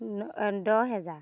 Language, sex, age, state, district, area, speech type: Assamese, female, 30-45, Assam, Dhemaji, rural, spontaneous